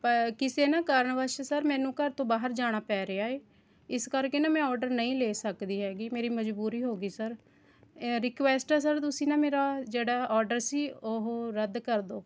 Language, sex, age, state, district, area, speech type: Punjabi, female, 30-45, Punjab, Rupnagar, rural, spontaneous